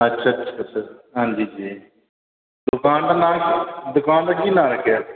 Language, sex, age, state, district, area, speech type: Dogri, male, 45-60, Jammu and Kashmir, Reasi, rural, conversation